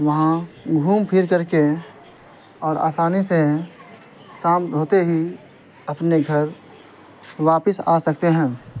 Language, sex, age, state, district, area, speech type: Urdu, male, 18-30, Bihar, Saharsa, rural, spontaneous